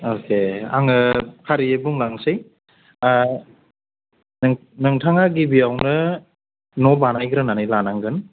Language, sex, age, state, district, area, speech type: Bodo, male, 30-45, Assam, Chirang, rural, conversation